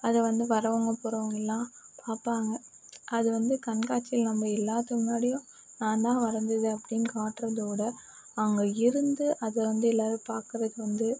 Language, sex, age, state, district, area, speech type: Tamil, female, 30-45, Tamil Nadu, Mayiladuthurai, urban, spontaneous